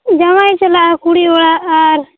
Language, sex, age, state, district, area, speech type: Santali, female, 18-30, Jharkhand, Seraikela Kharsawan, rural, conversation